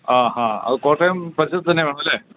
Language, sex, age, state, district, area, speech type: Malayalam, male, 60+, Kerala, Kottayam, rural, conversation